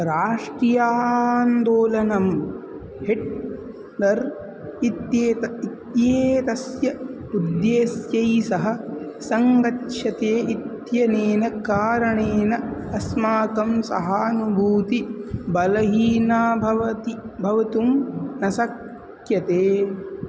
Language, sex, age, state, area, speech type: Sanskrit, male, 18-30, Uttar Pradesh, urban, read